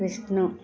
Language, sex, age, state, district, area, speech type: Telugu, female, 30-45, Andhra Pradesh, Kakinada, urban, spontaneous